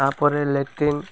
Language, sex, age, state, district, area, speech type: Odia, male, 18-30, Odisha, Malkangiri, urban, spontaneous